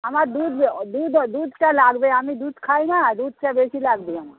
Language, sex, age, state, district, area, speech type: Bengali, female, 60+, West Bengal, Hooghly, rural, conversation